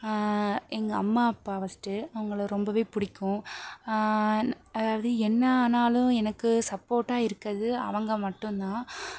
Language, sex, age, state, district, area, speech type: Tamil, female, 30-45, Tamil Nadu, Pudukkottai, rural, spontaneous